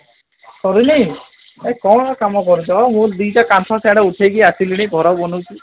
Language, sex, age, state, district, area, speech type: Odia, male, 30-45, Odisha, Sundergarh, urban, conversation